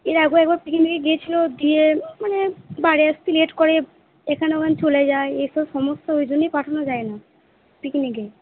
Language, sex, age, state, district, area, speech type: Bengali, female, 18-30, West Bengal, Purba Bardhaman, urban, conversation